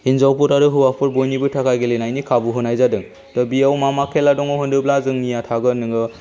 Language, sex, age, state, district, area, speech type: Bodo, male, 30-45, Assam, Chirang, rural, spontaneous